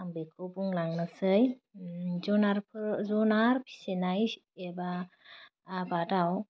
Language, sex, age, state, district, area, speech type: Bodo, female, 30-45, Assam, Udalguri, urban, spontaneous